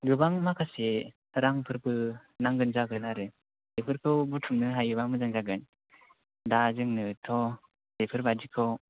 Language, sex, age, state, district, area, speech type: Bodo, male, 18-30, Assam, Kokrajhar, rural, conversation